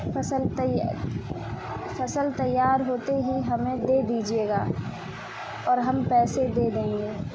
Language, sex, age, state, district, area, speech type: Urdu, female, 45-60, Bihar, Khagaria, rural, spontaneous